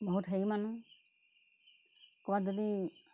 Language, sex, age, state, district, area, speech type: Assamese, female, 60+, Assam, Golaghat, rural, spontaneous